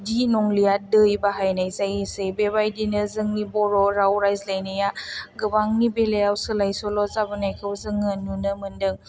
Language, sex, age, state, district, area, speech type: Bodo, female, 18-30, Assam, Chirang, urban, spontaneous